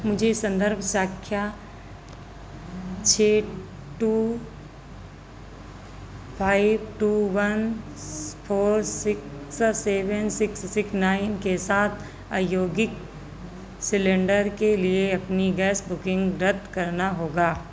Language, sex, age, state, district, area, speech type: Hindi, female, 45-60, Uttar Pradesh, Sitapur, rural, read